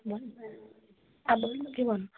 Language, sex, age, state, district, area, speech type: Nepali, female, 45-60, West Bengal, Jalpaiguri, rural, conversation